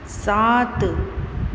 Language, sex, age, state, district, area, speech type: Hindi, female, 18-30, Rajasthan, Jodhpur, urban, read